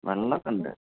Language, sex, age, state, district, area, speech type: Malayalam, male, 30-45, Kerala, Malappuram, rural, conversation